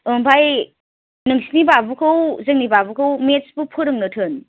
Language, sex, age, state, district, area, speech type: Bodo, female, 18-30, Assam, Chirang, rural, conversation